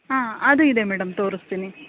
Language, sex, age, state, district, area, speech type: Kannada, female, 30-45, Karnataka, Mandya, urban, conversation